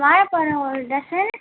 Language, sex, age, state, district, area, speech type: Tamil, female, 18-30, Tamil Nadu, Kallakurichi, rural, conversation